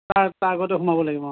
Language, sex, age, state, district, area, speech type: Assamese, male, 30-45, Assam, Kamrup Metropolitan, urban, conversation